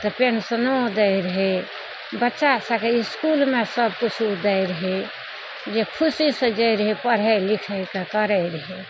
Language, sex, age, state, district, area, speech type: Maithili, female, 60+, Bihar, Araria, rural, spontaneous